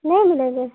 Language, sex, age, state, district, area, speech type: Hindi, female, 45-60, Uttar Pradesh, Sitapur, rural, conversation